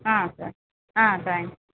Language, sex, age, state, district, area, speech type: Tamil, female, 45-60, Tamil Nadu, Ariyalur, rural, conversation